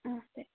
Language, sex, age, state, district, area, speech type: Kannada, female, 45-60, Karnataka, Tumkur, rural, conversation